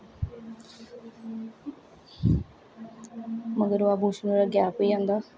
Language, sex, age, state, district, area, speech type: Dogri, female, 18-30, Jammu and Kashmir, Jammu, urban, spontaneous